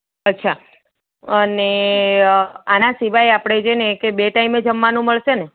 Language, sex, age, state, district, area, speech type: Gujarati, female, 45-60, Gujarat, Ahmedabad, urban, conversation